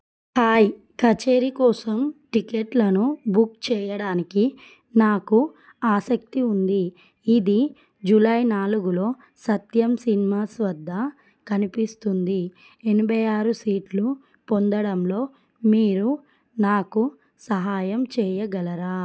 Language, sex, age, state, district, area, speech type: Telugu, female, 30-45, Telangana, Adilabad, rural, read